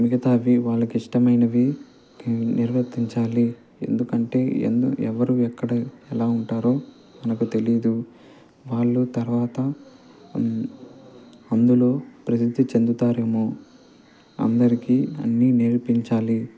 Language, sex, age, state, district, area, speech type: Telugu, male, 30-45, Andhra Pradesh, Nellore, urban, spontaneous